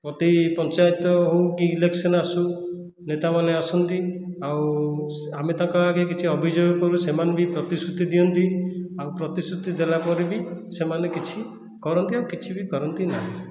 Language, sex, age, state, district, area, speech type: Odia, male, 30-45, Odisha, Khordha, rural, spontaneous